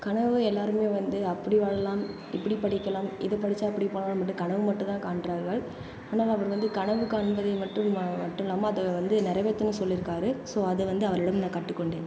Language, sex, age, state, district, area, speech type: Tamil, female, 18-30, Tamil Nadu, Cuddalore, rural, spontaneous